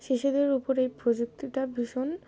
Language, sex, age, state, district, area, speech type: Bengali, female, 18-30, West Bengal, Darjeeling, urban, spontaneous